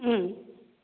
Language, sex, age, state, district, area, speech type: Assamese, female, 30-45, Assam, Kamrup Metropolitan, urban, conversation